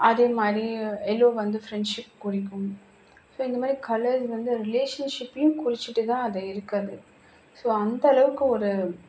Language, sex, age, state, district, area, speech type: Tamil, female, 45-60, Tamil Nadu, Kanchipuram, urban, spontaneous